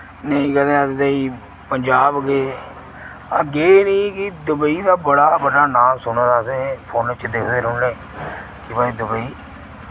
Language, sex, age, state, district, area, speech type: Dogri, male, 18-30, Jammu and Kashmir, Reasi, rural, spontaneous